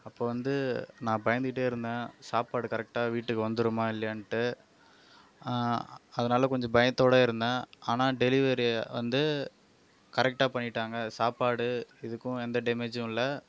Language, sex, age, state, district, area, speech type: Tamil, male, 18-30, Tamil Nadu, Kallakurichi, rural, spontaneous